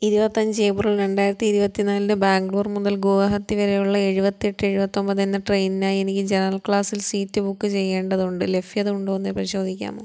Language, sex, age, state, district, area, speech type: Malayalam, female, 30-45, Kerala, Kollam, rural, read